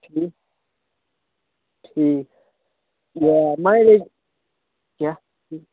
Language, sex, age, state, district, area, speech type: Kashmiri, male, 18-30, Jammu and Kashmir, Budgam, rural, conversation